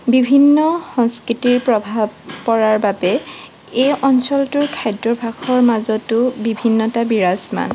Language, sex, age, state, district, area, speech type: Assamese, female, 18-30, Assam, Morigaon, rural, spontaneous